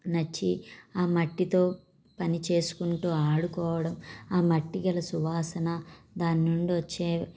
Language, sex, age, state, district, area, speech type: Telugu, female, 45-60, Andhra Pradesh, N T Rama Rao, rural, spontaneous